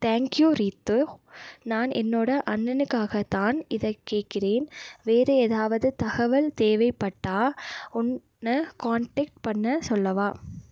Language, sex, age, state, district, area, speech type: Tamil, female, 30-45, Tamil Nadu, Nilgiris, urban, read